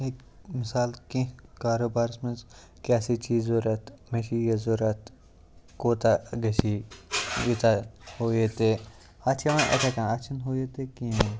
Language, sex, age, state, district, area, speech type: Kashmiri, male, 18-30, Jammu and Kashmir, Kupwara, rural, spontaneous